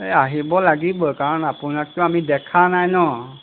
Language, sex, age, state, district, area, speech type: Assamese, male, 60+, Assam, Golaghat, rural, conversation